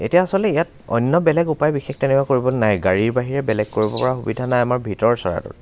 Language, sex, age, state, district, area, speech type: Assamese, male, 30-45, Assam, Dibrugarh, rural, spontaneous